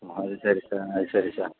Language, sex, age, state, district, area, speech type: Tamil, male, 30-45, Tamil Nadu, Nagapattinam, rural, conversation